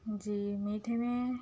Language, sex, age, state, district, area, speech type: Urdu, female, 30-45, Telangana, Hyderabad, urban, spontaneous